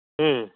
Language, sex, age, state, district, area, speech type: Santali, male, 30-45, West Bengal, Birbhum, rural, conversation